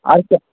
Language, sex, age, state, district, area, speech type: Bengali, male, 18-30, West Bengal, Hooghly, urban, conversation